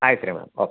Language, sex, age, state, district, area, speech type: Kannada, male, 45-60, Karnataka, Davanagere, urban, conversation